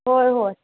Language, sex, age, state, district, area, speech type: Marathi, female, 30-45, Maharashtra, Kolhapur, rural, conversation